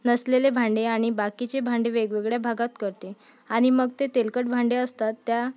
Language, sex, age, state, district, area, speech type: Marathi, female, 30-45, Maharashtra, Amravati, urban, spontaneous